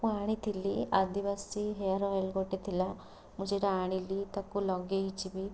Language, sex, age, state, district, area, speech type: Odia, female, 18-30, Odisha, Cuttack, urban, spontaneous